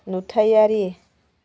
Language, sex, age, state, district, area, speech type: Bodo, female, 45-60, Assam, Chirang, rural, read